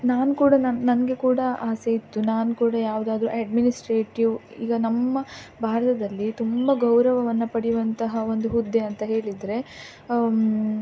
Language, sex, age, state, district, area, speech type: Kannada, female, 18-30, Karnataka, Dakshina Kannada, rural, spontaneous